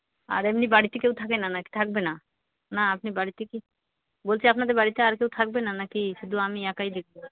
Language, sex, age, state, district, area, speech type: Bengali, female, 45-60, West Bengal, Purba Bardhaman, rural, conversation